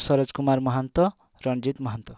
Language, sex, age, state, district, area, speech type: Odia, male, 30-45, Odisha, Mayurbhanj, rural, spontaneous